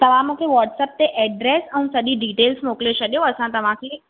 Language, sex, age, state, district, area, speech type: Sindhi, female, 18-30, Maharashtra, Thane, urban, conversation